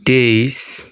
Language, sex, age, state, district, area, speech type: Nepali, male, 18-30, West Bengal, Darjeeling, rural, spontaneous